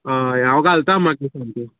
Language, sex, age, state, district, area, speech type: Goan Konkani, male, 18-30, Goa, Canacona, rural, conversation